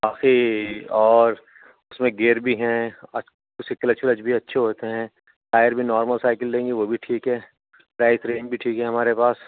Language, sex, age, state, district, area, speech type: Urdu, male, 45-60, Uttar Pradesh, Rampur, urban, conversation